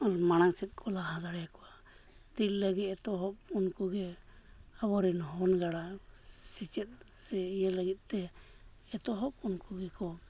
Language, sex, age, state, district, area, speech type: Santali, male, 45-60, Jharkhand, East Singhbhum, rural, spontaneous